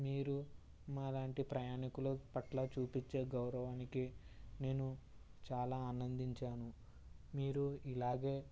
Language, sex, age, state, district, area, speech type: Telugu, male, 30-45, Andhra Pradesh, Eluru, rural, spontaneous